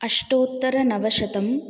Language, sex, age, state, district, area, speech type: Sanskrit, female, 18-30, Tamil Nadu, Kanchipuram, urban, spontaneous